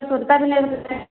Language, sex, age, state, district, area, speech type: Hindi, female, 60+, Uttar Pradesh, Ayodhya, rural, conversation